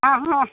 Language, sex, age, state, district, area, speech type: Kannada, female, 60+, Karnataka, Udupi, rural, conversation